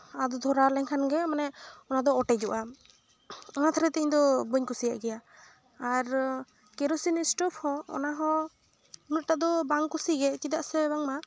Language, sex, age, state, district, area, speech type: Santali, female, 18-30, West Bengal, Jhargram, rural, spontaneous